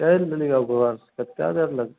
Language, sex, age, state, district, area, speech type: Maithili, male, 18-30, Bihar, Begusarai, rural, conversation